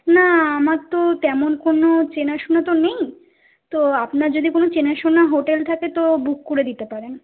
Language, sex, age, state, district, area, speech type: Bengali, female, 18-30, West Bengal, Kolkata, urban, conversation